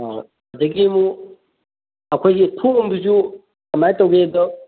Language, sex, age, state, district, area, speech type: Manipuri, male, 45-60, Manipur, Kangpokpi, urban, conversation